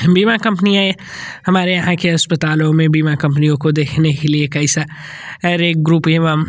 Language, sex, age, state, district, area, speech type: Hindi, male, 30-45, Uttar Pradesh, Sonbhadra, rural, spontaneous